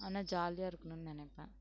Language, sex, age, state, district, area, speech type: Tamil, female, 18-30, Tamil Nadu, Kallakurichi, rural, spontaneous